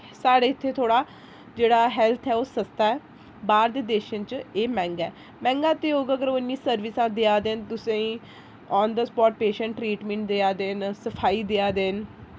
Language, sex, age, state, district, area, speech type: Dogri, female, 30-45, Jammu and Kashmir, Jammu, urban, spontaneous